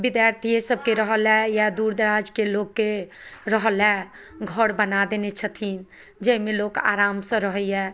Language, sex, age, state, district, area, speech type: Maithili, female, 45-60, Bihar, Madhubani, rural, spontaneous